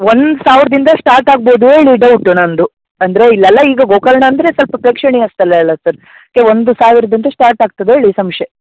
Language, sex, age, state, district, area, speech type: Kannada, male, 18-30, Karnataka, Uttara Kannada, rural, conversation